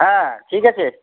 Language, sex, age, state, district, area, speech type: Bengali, male, 60+, West Bengal, Uttar Dinajpur, urban, conversation